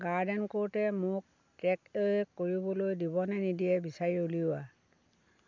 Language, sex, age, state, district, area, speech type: Assamese, female, 60+, Assam, Dhemaji, rural, read